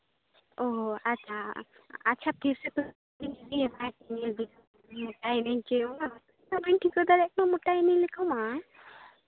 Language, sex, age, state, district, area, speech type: Santali, female, 18-30, Jharkhand, Seraikela Kharsawan, rural, conversation